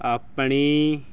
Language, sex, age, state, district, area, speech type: Punjabi, male, 30-45, Punjab, Fazilka, rural, read